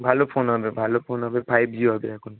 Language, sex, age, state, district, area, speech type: Bengali, male, 18-30, West Bengal, Howrah, urban, conversation